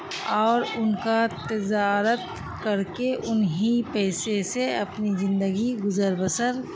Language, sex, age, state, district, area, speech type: Urdu, female, 60+, Bihar, Khagaria, rural, spontaneous